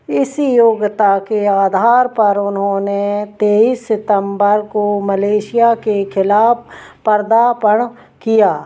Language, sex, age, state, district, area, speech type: Hindi, female, 45-60, Madhya Pradesh, Narsinghpur, rural, read